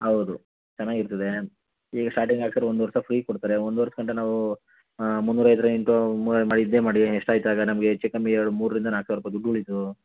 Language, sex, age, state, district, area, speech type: Kannada, male, 30-45, Karnataka, Mandya, rural, conversation